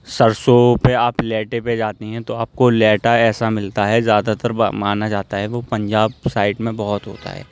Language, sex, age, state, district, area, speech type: Urdu, male, 18-30, Uttar Pradesh, Aligarh, urban, spontaneous